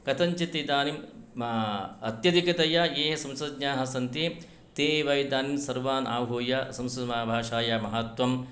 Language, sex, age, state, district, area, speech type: Sanskrit, male, 60+, Karnataka, Shimoga, urban, spontaneous